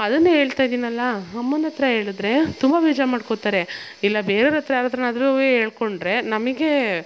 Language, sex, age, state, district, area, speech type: Kannada, female, 30-45, Karnataka, Mandya, rural, spontaneous